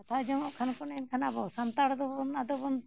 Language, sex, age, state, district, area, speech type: Santali, female, 60+, Jharkhand, Bokaro, rural, spontaneous